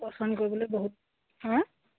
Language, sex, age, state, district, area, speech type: Assamese, female, 30-45, Assam, Sivasagar, rural, conversation